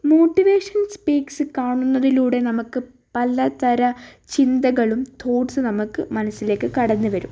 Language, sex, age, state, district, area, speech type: Malayalam, female, 30-45, Kerala, Wayanad, rural, spontaneous